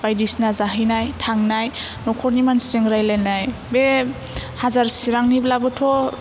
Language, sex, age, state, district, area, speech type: Bodo, female, 18-30, Assam, Chirang, urban, spontaneous